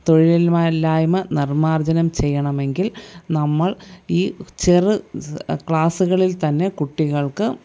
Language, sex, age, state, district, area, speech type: Malayalam, female, 45-60, Kerala, Thiruvananthapuram, urban, spontaneous